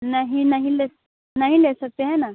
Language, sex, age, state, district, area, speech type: Hindi, female, 18-30, Bihar, Muzaffarpur, rural, conversation